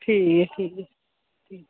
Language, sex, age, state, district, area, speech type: Dogri, female, 45-60, Jammu and Kashmir, Reasi, rural, conversation